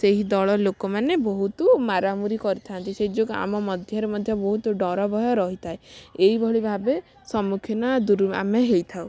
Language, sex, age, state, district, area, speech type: Odia, female, 30-45, Odisha, Kalahandi, rural, spontaneous